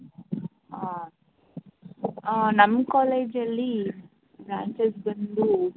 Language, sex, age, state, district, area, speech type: Kannada, female, 18-30, Karnataka, Tumkur, urban, conversation